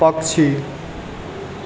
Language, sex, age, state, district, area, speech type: Maithili, male, 18-30, Bihar, Sitamarhi, rural, read